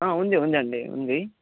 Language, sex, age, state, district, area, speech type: Telugu, male, 30-45, Andhra Pradesh, Chittoor, rural, conversation